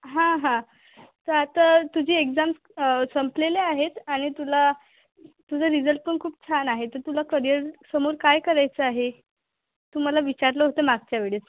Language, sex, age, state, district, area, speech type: Marathi, female, 18-30, Maharashtra, Akola, rural, conversation